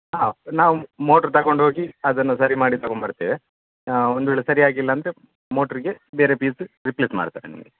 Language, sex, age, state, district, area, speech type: Kannada, male, 30-45, Karnataka, Dakshina Kannada, rural, conversation